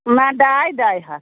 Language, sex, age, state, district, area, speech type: Kashmiri, female, 30-45, Jammu and Kashmir, Bandipora, rural, conversation